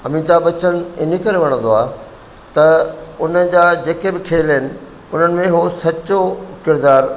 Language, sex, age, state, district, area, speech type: Sindhi, male, 60+, Madhya Pradesh, Katni, rural, spontaneous